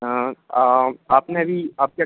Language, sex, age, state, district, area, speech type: Hindi, male, 18-30, Madhya Pradesh, Harda, urban, conversation